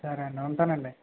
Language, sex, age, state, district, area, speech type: Telugu, male, 18-30, Andhra Pradesh, West Godavari, rural, conversation